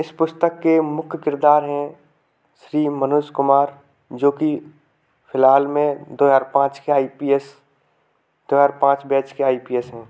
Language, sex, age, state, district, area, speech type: Hindi, male, 18-30, Madhya Pradesh, Gwalior, urban, spontaneous